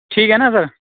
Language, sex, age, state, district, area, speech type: Urdu, male, 18-30, Uttar Pradesh, Saharanpur, urban, conversation